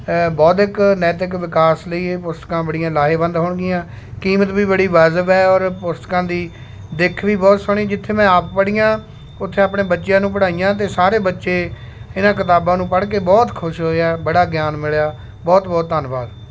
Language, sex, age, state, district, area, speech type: Punjabi, male, 45-60, Punjab, Shaheed Bhagat Singh Nagar, rural, spontaneous